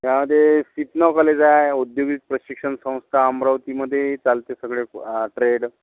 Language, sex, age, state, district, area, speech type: Marathi, male, 60+, Maharashtra, Amravati, rural, conversation